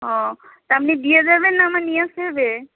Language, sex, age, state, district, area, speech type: Bengali, female, 30-45, West Bengal, Uttar Dinajpur, urban, conversation